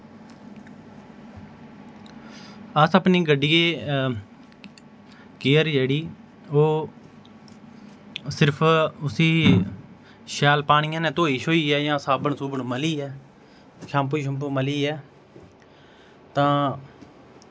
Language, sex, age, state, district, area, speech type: Dogri, male, 30-45, Jammu and Kashmir, Udhampur, rural, spontaneous